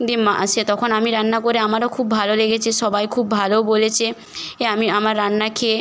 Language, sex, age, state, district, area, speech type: Bengali, female, 18-30, West Bengal, Nadia, rural, spontaneous